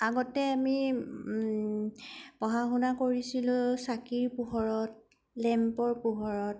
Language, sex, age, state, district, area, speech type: Assamese, female, 18-30, Assam, Kamrup Metropolitan, urban, spontaneous